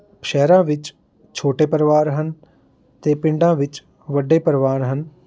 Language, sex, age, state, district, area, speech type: Punjabi, male, 30-45, Punjab, Mohali, urban, spontaneous